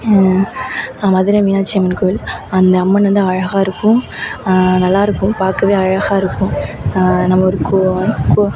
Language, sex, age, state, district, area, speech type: Tamil, female, 18-30, Tamil Nadu, Thanjavur, urban, spontaneous